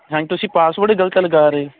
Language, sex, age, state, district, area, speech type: Punjabi, male, 30-45, Punjab, Kapurthala, rural, conversation